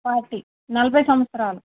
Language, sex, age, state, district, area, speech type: Telugu, female, 30-45, Telangana, Hyderabad, urban, conversation